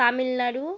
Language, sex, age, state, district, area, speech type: Bengali, female, 18-30, West Bengal, North 24 Parganas, rural, spontaneous